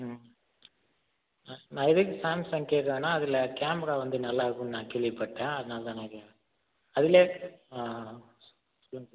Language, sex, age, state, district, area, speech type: Tamil, male, 30-45, Tamil Nadu, Viluppuram, rural, conversation